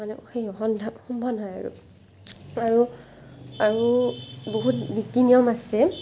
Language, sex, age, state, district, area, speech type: Assamese, female, 18-30, Assam, Barpeta, rural, spontaneous